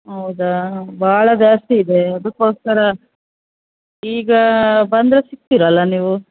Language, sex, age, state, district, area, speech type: Kannada, female, 30-45, Karnataka, Bellary, rural, conversation